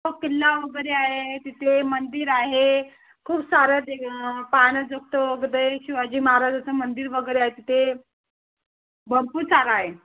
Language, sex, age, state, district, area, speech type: Marathi, female, 30-45, Maharashtra, Thane, urban, conversation